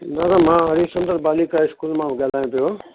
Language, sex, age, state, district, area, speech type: Sindhi, male, 60+, Rajasthan, Ajmer, urban, conversation